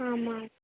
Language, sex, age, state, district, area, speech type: Sanskrit, female, 18-30, Rajasthan, Jaipur, urban, conversation